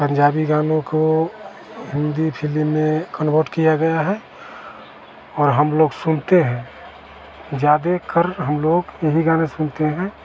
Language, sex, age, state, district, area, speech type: Hindi, male, 45-60, Bihar, Vaishali, urban, spontaneous